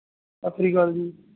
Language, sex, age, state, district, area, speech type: Punjabi, male, 18-30, Punjab, Mohali, rural, conversation